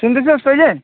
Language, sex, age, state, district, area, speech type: Nepali, male, 30-45, West Bengal, Jalpaiguri, urban, conversation